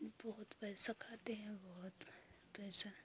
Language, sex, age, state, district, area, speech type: Hindi, female, 45-60, Uttar Pradesh, Pratapgarh, rural, spontaneous